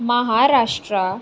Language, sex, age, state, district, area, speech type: Goan Konkani, female, 18-30, Goa, Tiswadi, rural, spontaneous